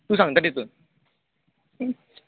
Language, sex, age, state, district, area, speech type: Goan Konkani, male, 18-30, Goa, Bardez, urban, conversation